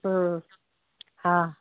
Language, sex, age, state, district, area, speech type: Sindhi, female, 45-60, Delhi, South Delhi, urban, conversation